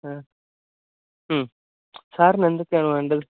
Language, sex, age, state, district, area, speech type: Malayalam, male, 18-30, Kerala, Wayanad, rural, conversation